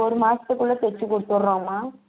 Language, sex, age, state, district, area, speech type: Tamil, female, 60+, Tamil Nadu, Dharmapuri, urban, conversation